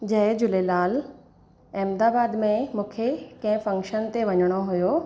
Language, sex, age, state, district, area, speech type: Sindhi, female, 30-45, Gujarat, Surat, urban, spontaneous